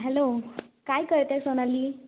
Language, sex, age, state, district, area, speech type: Marathi, male, 18-30, Maharashtra, Nagpur, urban, conversation